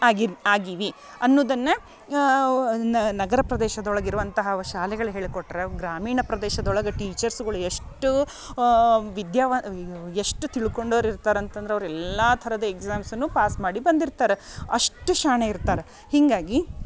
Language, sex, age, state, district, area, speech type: Kannada, female, 30-45, Karnataka, Dharwad, rural, spontaneous